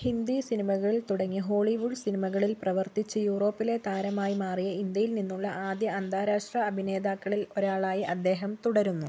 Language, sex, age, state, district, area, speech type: Malayalam, female, 45-60, Kerala, Wayanad, rural, read